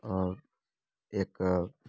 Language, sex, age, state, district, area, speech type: Hindi, male, 18-30, Rajasthan, Bharatpur, rural, spontaneous